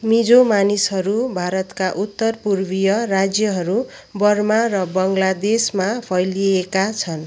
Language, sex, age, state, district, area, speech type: Nepali, female, 30-45, West Bengal, Kalimpong, rural, read